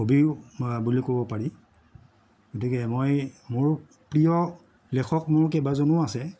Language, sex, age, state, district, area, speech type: Assamese, male, 60+, Assam, Morigaon, rural, spontaneous